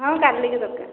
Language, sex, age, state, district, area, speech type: Odia, female, 30-45, Odisha, Khordha, rural, conversation